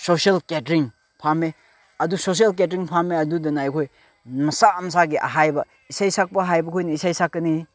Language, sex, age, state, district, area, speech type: Manipuri, male, 18-30, Manipur, Chandel, rural, spontaneous